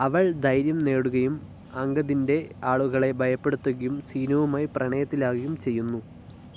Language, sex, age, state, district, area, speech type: Malayalam, male, 18-30, Kerala, Wayanad, rural, read